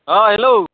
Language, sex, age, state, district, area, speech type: Assamese, male, 30-45, Assam, Goalpara, urban, conversation